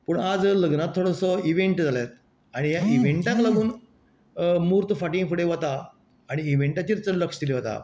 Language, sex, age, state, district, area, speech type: Goan Konkani, male, 60+, Goa, Canacona, rural, spontaneous